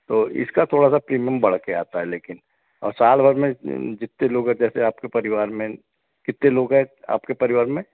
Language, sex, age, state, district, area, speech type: Hindi, male, 60+, Madhya Pradesh, Balaghat, rural, conversation